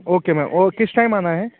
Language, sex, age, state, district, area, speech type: Hindi, male, 30-45, Madhya Pradesh, Bhopal, urban, conversation